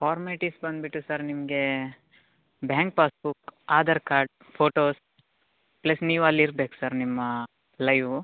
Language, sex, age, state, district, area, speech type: Kannada, male, 18-30, Karnataka, Dakshina Kannada, rural, conversation